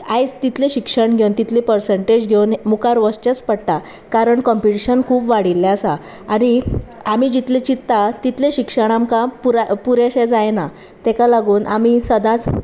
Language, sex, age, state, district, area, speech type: Goan Konkani, female, 30-45, Goa, Sanguem, rural, spontaneous